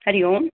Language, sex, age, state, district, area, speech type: Sanskrit, female, 60+, Karnataka, Hassan, rural, conversation